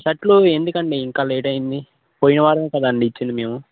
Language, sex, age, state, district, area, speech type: Telugu, male, 18-30, Telangana, Bhadradri Kothagudem, urban, conversation